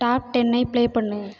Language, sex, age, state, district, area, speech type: Tamil, female, 18-30, Tamil Nadu, Tiruvarur, rural, read